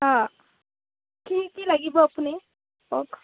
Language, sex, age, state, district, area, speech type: Assamese, female, 18-30, Assam, Kamrup Metropolitan, urban, conversation